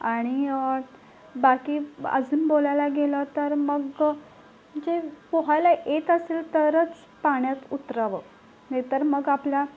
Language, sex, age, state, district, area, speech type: Marathi, female, 18-30, Maharashtra, Solapur, urban, spontaneous